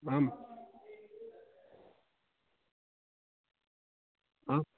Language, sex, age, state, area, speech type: Sanskrit, male, 18-30, Rajasthan, rural, conversation